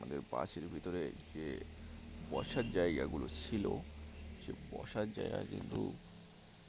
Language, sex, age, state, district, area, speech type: Bengali, male, 60+, West Bengal, Birbhum, urban, spontaneous